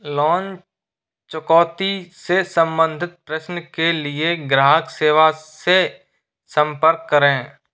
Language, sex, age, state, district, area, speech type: Hindi, male, 30-45, Rajasthan, Jaipur, urban, read